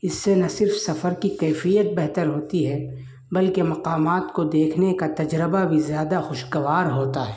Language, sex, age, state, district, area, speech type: Urdu, male, 30-45, Uttar Pradesh, Muzaffarnagar, urban, spontaneous